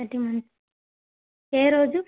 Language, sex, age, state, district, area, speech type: Telugu, female, 18-30, Andhra Pradesh, Sri Balaji, urban, conversation